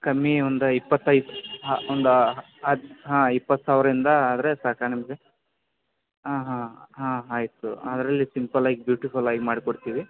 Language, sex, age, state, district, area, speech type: Kannada, male, 18-30, Karnataka, Gadag, rural, conversation